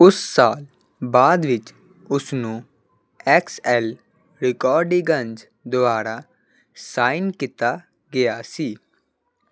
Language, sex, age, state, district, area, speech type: Punjabi, male, 18-30, Punjab, Hoshiarpur, urban, read